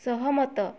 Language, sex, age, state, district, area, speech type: Odia, female, 18-30, Odisha, Mayurbhanj, rural, read